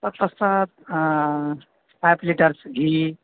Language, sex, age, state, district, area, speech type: Sanskrit, male, 18-30, Assam, Kokrajhar, rural, conversation